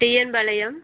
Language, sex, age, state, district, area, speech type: Tamil, female, 30-45, Tamil Nadu, Erode, rural, conversation